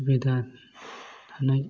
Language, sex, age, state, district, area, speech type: Bodo, male, 18-30, Assam, Kokrajhar, urban, spontaneous